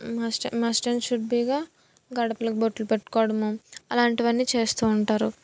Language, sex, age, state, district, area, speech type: Telugu, female, 18-30, Andhra Pradesh, Anakapalli, rural, spontaneous